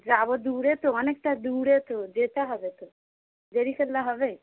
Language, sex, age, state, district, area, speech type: Bengali, female, 45-60, West Bengal, Hooghly, rural, conversation